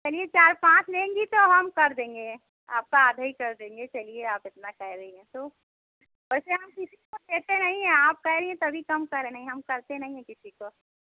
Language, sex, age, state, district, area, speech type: Hindi, female, 30-45, Uttar Pradesh, Chandauli, rural, conversation